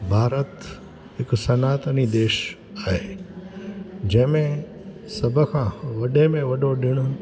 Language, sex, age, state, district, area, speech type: Sindhi, male, 60+, Gujarat, Junagadh, rural, spontaneous